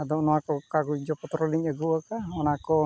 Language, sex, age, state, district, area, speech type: Santali, male, 45-60, Odisha, Mayurbhanj, rural, spontaneous